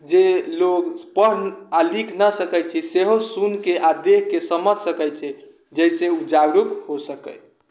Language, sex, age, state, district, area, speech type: Maithili, male, 18-30, Bihar, Sitamarhi, urban, spontaneous